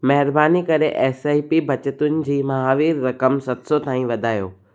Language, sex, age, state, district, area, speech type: Sindhi, male, 18-30, Gujarat, Kutch, urban, read